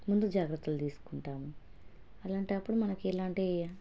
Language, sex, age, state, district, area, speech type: Telugu, female, 30-45, Telangana, Hanamkonda, rural, spontaneous